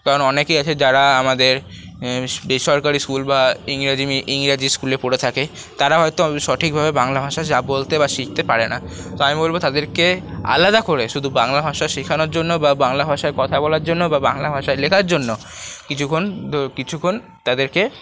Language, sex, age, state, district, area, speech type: Bengali, male, 30-45, West Bengal, Paschim Bardhaman, urban, spontaneous